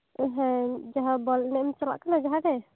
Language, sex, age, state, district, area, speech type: Santali, female, 18-30, West Bengal, Birbhum, rural, conversation